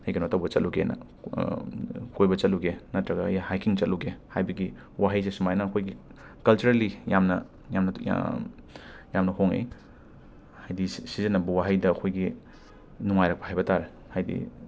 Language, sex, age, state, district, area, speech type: Manipuri, male, 18-30, Manipur, Imphal West, urban, spontaneous